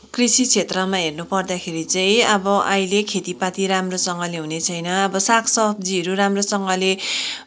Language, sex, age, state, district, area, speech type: Nepali, female, 45-60, West Bengal, Kalimpong, rural, spontaneous